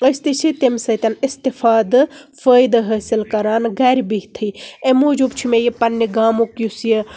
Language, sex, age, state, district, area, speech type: Kashmiri, female, 30-45, Jammu and Kashmir, Baramulla, rural, spontaneous